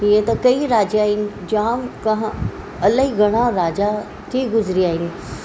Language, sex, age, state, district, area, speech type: Sindhi, female, 45-60, Maharashtra, Mumbai Suburban, urban, spontaneous